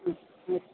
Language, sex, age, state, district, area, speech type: Tamil, female, 30-45, Tamil Nadu, Pudukkottai, rural, conversation